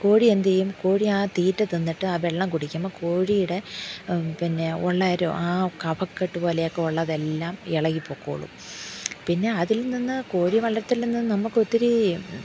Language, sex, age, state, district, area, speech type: Malayalam, female, 45-60, Kerala, Thiruvananthapuram, urban, spontaneous